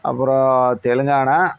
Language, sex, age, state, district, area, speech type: Tamil, male, 30-45, Tamil Nadu, Coimbatore, rural, spontaneous